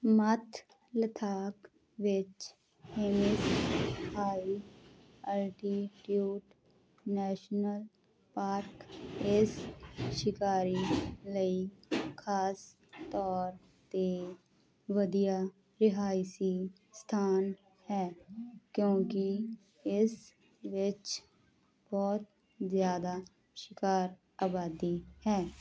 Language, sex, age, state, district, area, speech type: Punjabi, female, 18-30, Punjab, Muktsar, urban, read